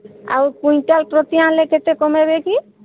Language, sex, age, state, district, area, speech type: Odia, female, 45-60, Odisha, Sambalpur, rural, conversation